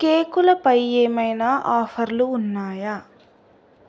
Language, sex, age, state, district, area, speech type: Telugu, female, 18-30, Telangana, Sangareddy, urban, read